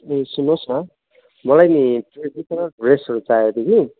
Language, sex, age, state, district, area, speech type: Nepali, male, 30-45, West Bengal, Kalimpong, rural, conversation